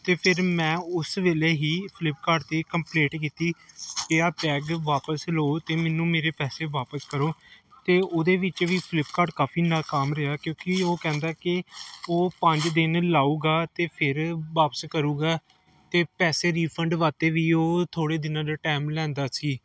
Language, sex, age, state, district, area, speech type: Punjabi, male, 18-30, Punjab, Gurdaspur, urban, spontaneous